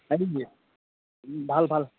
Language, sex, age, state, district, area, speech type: Assamese, male, 18-30, Assam, Sivasagar, rural, conversation